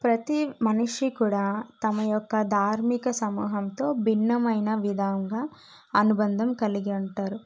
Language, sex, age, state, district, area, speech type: Telugu, female, 18-30, Andhra Pradesh, Kadapa, urban, spontaneous